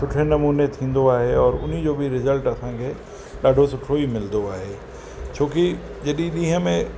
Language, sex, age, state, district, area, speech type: Sindhi, male, 45-60, Uttar Pradesh, Lucknow, rural, spontaneous